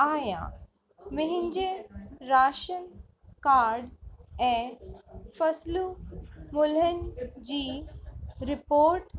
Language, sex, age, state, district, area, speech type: Sindhi, female, 45-60, Uttar Pradesh, Lucknow, rural, read